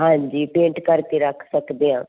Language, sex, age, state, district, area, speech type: Punjabi, female, 45-60, Punjab, Fazilka, rural, conversation